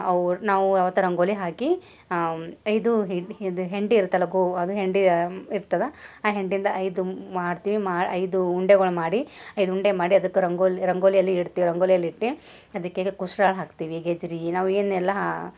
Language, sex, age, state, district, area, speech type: Kannada, female, 30-45, Karnataka, Gulbarga, urban, spontaneous